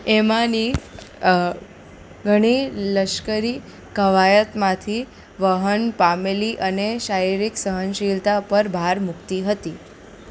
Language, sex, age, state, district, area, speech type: Gujarati, female, 18-30, Gujarat, Ahmedabad, urban, read